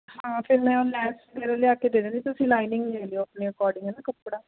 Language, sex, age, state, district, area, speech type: Punjabi, female, 30-45, Punjab, Mohali, urban, conversation